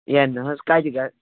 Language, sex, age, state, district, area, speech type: Kashmiri, male, 45-60, Jammu and Kashmir, Srinagar, urban, conversation